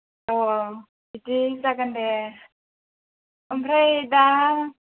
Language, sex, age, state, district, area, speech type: Bodo, female, 18-30, Assam, Kokrajhar, rural, conversation